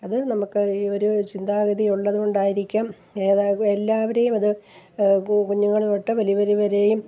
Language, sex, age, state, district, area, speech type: Malayalam, female, 60+, Kerala, Kollam, rural, spontaneous